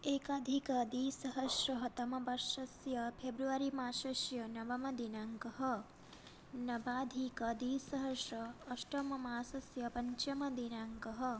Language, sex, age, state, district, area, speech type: Sanskrit, female, 18-30, Odisha, Bhadrak, rural, spontaneous